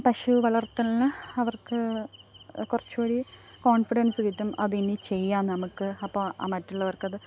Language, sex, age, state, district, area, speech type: Malayalam, female, 18-30, Kerala, Thiruvananthapuram, rural, spontaneous